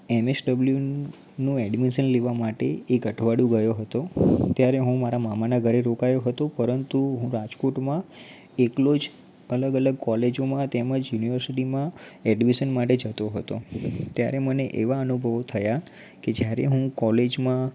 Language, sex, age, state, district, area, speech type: Gujarati, male, 30-45, Gujarat, Ahmedabad, urban, spontaneous